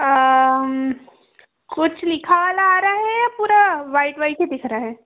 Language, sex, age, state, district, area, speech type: Hindi, female, 18-30, Madhya Pradesh, Betul, urban, conversation